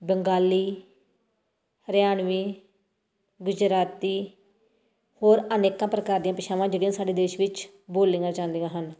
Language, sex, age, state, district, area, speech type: Punjabi, female, 30-45, Punjab, Tarn Taran, rural, spontaneous